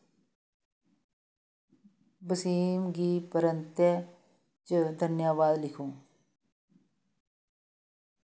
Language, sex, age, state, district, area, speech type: Dogri, female, 60+, Jammu and Kashmir, Reasi, rural, read